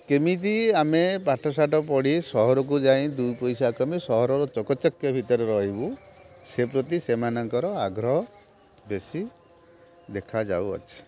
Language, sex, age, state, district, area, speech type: Odia, male, 60+, Odisha, Kendrapara, urban, spontaneous